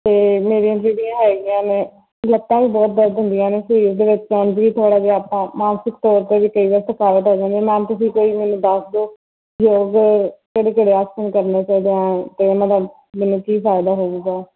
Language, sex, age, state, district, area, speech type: Punjabi, female, 18-30, Punjab, Fazilka, rural, conversation